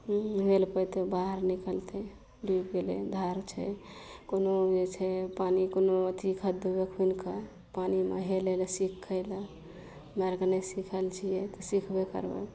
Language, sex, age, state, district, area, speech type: Maithili, female, 18-30, Bihar, Madhepura, rural, spontaneous